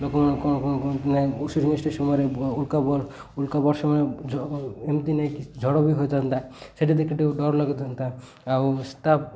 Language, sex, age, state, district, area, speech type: Odia, male, 30-45, Odisha, Malkangiri, urban, spontaneous